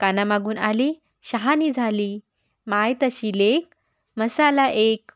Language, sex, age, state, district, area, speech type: Marathi, female, 18-30, Maharashtra, Wardha, urban, spontaneous